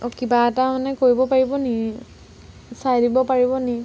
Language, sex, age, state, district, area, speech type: Assamese, female, 18-30, Assam, Golaghat, urban, spontaneous